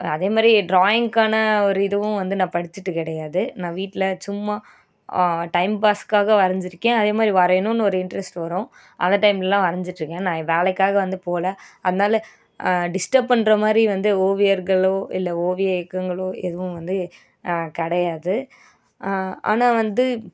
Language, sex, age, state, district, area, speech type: Tamil, female, 18-30, Tamil Nadu, Coimbatore, rural, spontaneous